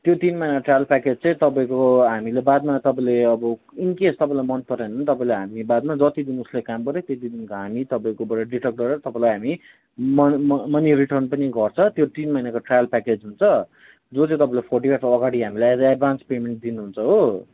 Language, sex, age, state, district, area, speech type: Nepali, male, 18-30, West Bengal, Kalimpong, rural, conversation